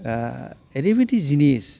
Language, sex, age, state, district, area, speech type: Bodo, male, 60+, Assam, Udalguri, urban, spontaneous